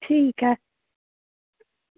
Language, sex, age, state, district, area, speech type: Dogri, female, 18-30, Jammu and Kashmir, Samba, rural, conversation